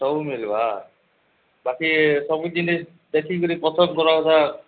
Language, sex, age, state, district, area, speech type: Odia, male, 45-60, Odisha, Nuapada, urban, conversation